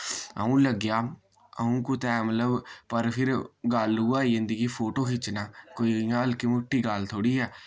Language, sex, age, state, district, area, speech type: Dogri, male, 18-30, Jammu and Kashmir, Samba, rural, spontaneous